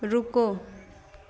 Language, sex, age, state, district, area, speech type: Hindi, female, 45-60, Bihar, Madhepura, rural, read